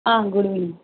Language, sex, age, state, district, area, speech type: Tamil, female, 18-30, Tamil Nadu, Mayiladuthurai, rural, conversation